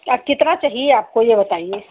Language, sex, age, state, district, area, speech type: Hindi, female, 45-60, Uttar Pradesh, Azamgarh, rural, conversation